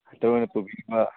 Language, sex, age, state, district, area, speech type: Manipuri, male, 30-45, Manipur, Churachandpur, rural, conversation